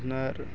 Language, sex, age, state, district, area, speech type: Assamese, male, 30-45, Assam, Barpeta, rural, spontaneous